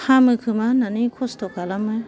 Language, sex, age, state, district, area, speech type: Bodo, female, 45-60, Assam, Kokrajhar, urban, spontaneous